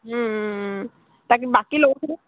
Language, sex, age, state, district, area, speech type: Assamese, female, 18-30, Assam, Golaghat, urban, conversation